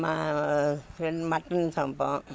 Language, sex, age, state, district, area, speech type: Tamil, female, 60+, Tamil Nadu, Thanjavur, rural, spontaneous